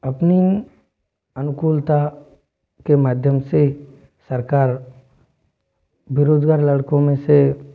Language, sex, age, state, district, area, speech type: Hindi, male, 18-30, Rajasthan, Jaipur, urban, spontaneous